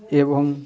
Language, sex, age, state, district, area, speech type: Odia, male, 45-60, Odisha, Nabarangpur, rural, spontaneous